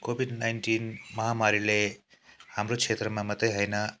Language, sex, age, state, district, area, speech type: Nepali, male, 45-60, West Bengal, Kalimpong, rural, spontaneous